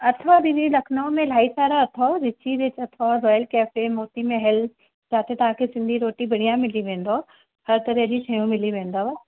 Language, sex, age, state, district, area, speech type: Sindhi, female, 45-60, Uttar Pradesh, Lucknow, urban, conversation